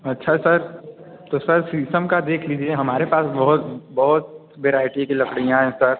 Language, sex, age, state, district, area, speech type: Hindi, male, 18-30, Uttar Pradesh, Mirzapur, rural, conversation